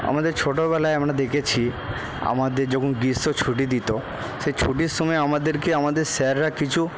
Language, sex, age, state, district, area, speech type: Bengali, male, 18-30, West Bengal, Purba Bardhaman, urban, spontaneous